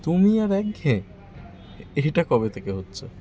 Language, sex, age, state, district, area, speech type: Bengali, male, 30-45, West Bengal, Kolkata, urban, read